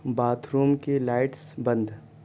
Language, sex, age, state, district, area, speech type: Urdu, male, 18-30, Delhi, South Delhi, urban, read